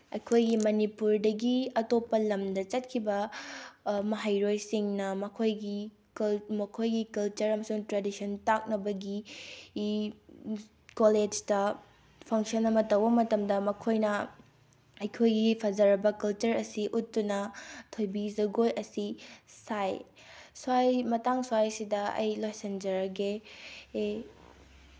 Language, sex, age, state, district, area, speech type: Manipuri, female, 18-30, Manipur, Bishnupur, rural, spontaneous